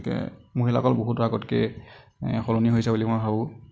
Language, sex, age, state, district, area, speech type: Assamese, male, 30-45, Assam, Nagaon, rural, spontaneous